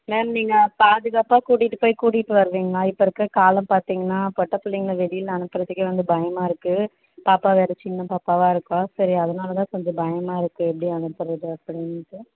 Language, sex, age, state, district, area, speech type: Tamil, female, 18-30, Tamil Nadu, Tirupattur, rural, conversation